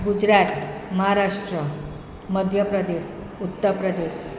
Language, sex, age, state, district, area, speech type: Gujarati, female, 45-60, Gujarat, Surat, urban, spontaneous